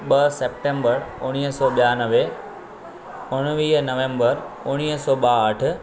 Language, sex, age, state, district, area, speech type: Sindhi, male, 30-45, Maharashtra, Thane, urban, spontaneous